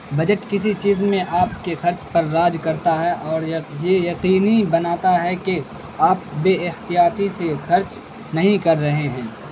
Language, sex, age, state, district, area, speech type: Urdu, male, 18-30, Bihar, Saharsa, rural, read